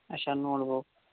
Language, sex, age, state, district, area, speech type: Kashmiri, female, 30-45, Jammu and Kashmir, Kulgam, rural, conversation